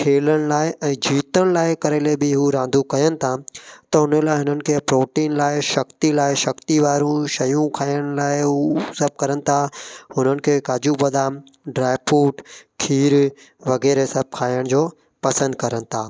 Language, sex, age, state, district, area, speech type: Sindhi, male, 30-45, Gujarat, Kutch, rural, spontaneous